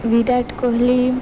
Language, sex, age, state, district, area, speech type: Gujarati, female, 18-30, Gujarat, Valsad, rural, spontaneous